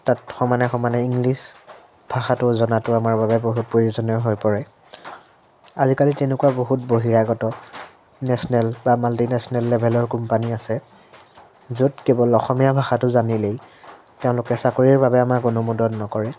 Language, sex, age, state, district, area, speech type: Assamese, male, 18-30, Assam, Majuli, urban, spontaneous